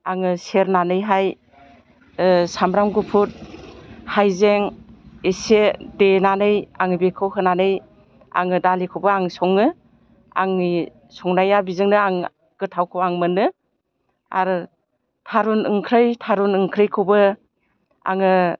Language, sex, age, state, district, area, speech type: Bodo, female, 60+, Assam, Chirang, rural, spontaneous